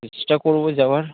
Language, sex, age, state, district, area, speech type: Bengali, male, 18-30, West Bengal, Malda, rural, conversation